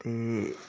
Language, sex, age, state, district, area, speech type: Punjabi, male, 30-45, Punjab, Patiala, rural, spontaneous